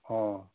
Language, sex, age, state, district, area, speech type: Assamese, female, 60+, Assam, Morigaon, urban, conversation